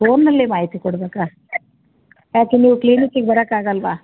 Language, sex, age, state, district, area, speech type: Kannada, female, 45-60, Karnataka, Gulbarga, urban, conversation